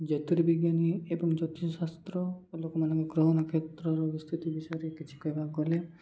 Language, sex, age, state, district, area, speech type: Odia, male, 30-45, Odisha, Koraput, urban, spontaneous